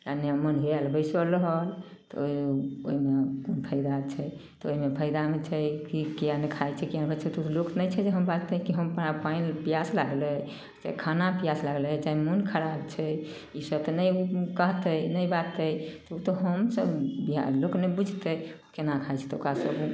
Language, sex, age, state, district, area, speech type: Maithili, female, 45-60, Bihar, Samastipur, rural, spontaneous